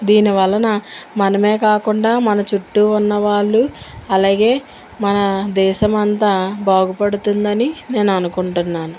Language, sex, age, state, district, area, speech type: Telugu, female, 45-60, Telangana, Mancherial, rural, spontaneous